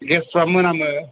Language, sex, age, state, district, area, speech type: Bodo, male, 60+, Assam, Chirang, urban, conversation